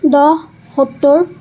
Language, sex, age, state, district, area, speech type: Assamese, female, 30-45, Assam, Dibrugarh, rural, spontaneous